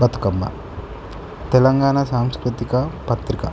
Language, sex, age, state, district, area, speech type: Telugu, male, 18-30, Telangana, Hanamkonda, urban, spontaneous